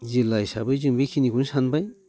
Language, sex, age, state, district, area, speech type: Bodo, male, 60+, Assam, Baksa, rural, spontaneous